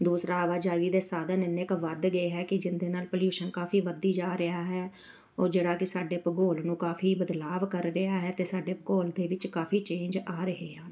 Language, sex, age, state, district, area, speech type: Punjabi, female, 45-60, Punjab, Amritsar, urban, spontaneous